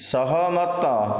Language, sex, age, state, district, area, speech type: Odia, male, 60+, Odisha, Khordha, rural, read